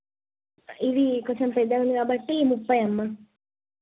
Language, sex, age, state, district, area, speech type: Telugu, female, 18-30, Telangana, Jagtial, urban, conversation